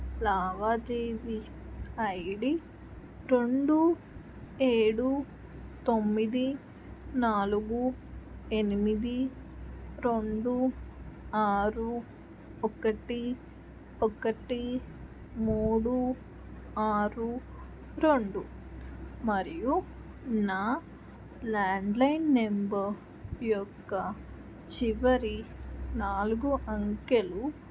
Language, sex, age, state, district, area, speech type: Telugu, female, 18-30, Andhra Pradesh, Krishna, rural, read